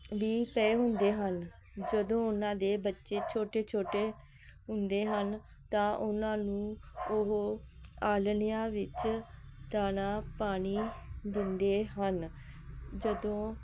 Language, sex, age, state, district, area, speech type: Punjabi, female, 45-60, Punjab, Hoshiarpur, rural, spontaneous